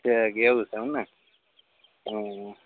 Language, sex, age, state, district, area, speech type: Gujarati, male, 18-30, Gujarat, Anand, rural, conversation